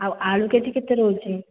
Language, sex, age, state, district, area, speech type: Odia, female, 18-30, Odisha, Jajpur, rural, conversation